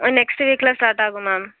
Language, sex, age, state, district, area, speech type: Tamil, female, 30-45, Tamil Nadu, Nagapattinam, rural, conversation